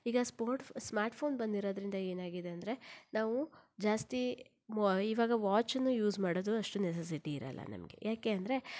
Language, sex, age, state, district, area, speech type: Kannada, female, 30-45, Karnataka, Shimoga, rural, spontaneous